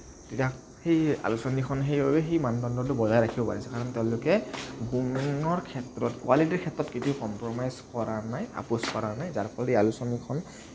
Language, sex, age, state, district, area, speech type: Assamese, male, 18-30, Assam, Kamrup Metropolitan, urban, spontaneous